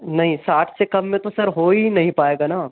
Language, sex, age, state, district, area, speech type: Hindi, male, 30-45, Madhya Pradesh, Ujjain, rural, conversation